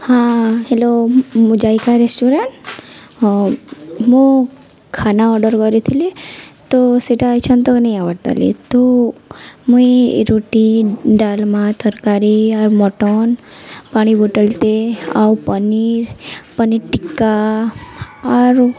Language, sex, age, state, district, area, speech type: Odia, female, 18-30, Odisha, Nuapada, urban, spontaneous